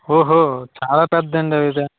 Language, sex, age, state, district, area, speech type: Telugu, male, 18-30, Andhra Pradesh, Vizianagaram, rural, conversation